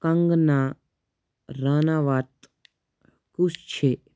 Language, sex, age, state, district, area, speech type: Kashmiri, male, 18-30, Jammu and Kashmir, Kupwara, rural, read